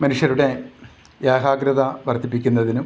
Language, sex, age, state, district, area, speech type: Malayalam, male, 45-60, Kerala, Idukki, rural, spontaneous